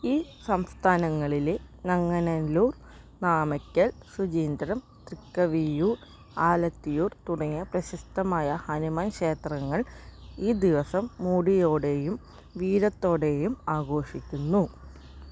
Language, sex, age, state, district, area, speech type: Malayalam, female, 18-30, Kerala, Ernakulam, rural, read